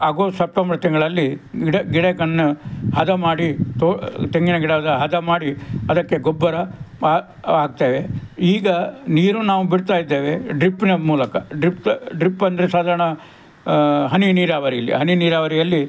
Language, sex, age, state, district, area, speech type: Kannada, male, 60+, Karnataka, Udupi, rural, spontaneous